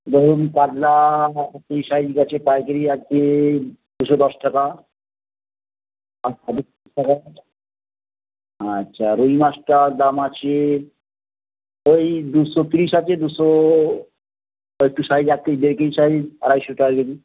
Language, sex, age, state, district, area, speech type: Bengali, male, 30-45, West Bengal, Howrah, urban, conversation